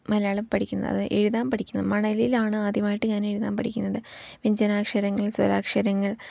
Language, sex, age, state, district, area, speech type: Malayalam, female, 18-30, Kerala, Palakkad, rural, spontaneous